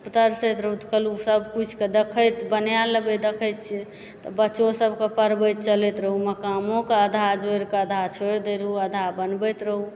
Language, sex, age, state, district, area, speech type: Maithili, female, 30-45, Bihar, Supaul, urban, spontaneous